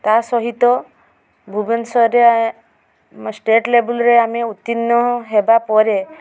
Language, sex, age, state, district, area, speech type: Odia, female, 45-60, Odisha, Mayurbhanj, rural, spontaneous